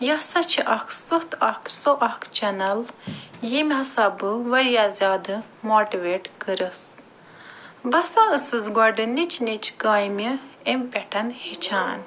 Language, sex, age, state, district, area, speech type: Kashmiri, female, 45-60, Jammu and Kashmir, Ganderbal, urban, spontaneous